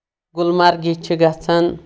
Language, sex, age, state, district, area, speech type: Kashmiri, female, 60+, Jammu and Kashmir, Anantnag, rural, spontaneous